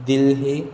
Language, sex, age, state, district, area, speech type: Gujarati, male, 18-30, Gujarat, Surat, urban, spontaneous